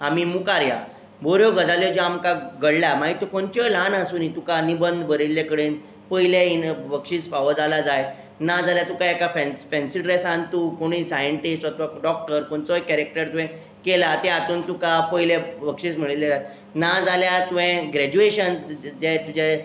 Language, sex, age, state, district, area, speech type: Goan Konkani, male, 18-30, Goa, Tiswadi, rural, spontaneous